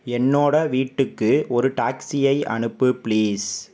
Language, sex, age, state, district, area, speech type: Tamil, male, 30-45, Tamil Nadu, Pudukkottai, rural, read